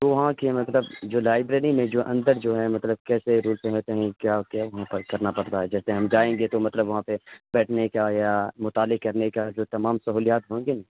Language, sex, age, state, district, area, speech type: Urdu, male, 18-30, Bihar, Purnia, rural, conversation